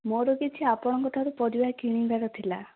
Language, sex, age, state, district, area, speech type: Odia, female, 18-30, Odisha, Ganjam, urban, conversation